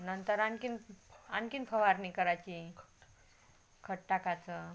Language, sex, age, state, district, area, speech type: Marathi, female, 45-60, Maharashtra, Washim, rural, spontaneous